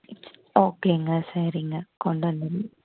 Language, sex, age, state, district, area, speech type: Tamil, female, 18-30, Tamil Nadu, Coimbatore, rural, conversation